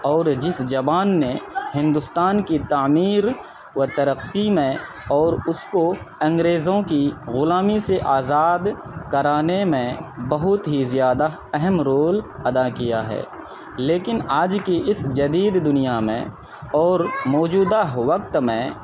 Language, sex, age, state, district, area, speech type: Urdu, male, 30-45, Bihar, Purnia, rural, spontaneous